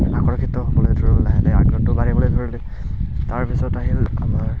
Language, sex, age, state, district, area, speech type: Assamese, male, 18-30, Assam, Barpeta, rural, spontaneous